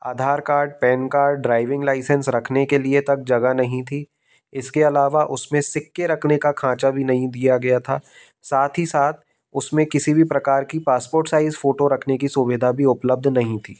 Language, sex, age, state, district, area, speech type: Hindi, male, 30-45, Madhya Pradesh, Jabalpur, urban, spontaneous